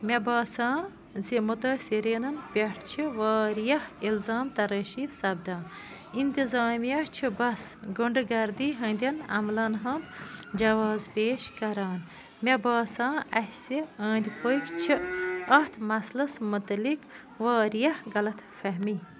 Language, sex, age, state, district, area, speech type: Kashmiri, female, 45-60, Jammu and Kashmir, Bandipora, rural, read